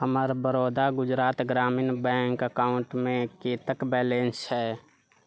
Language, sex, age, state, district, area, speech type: Maithili, male, 30-45, Bihar, Sitamarhi, urban, read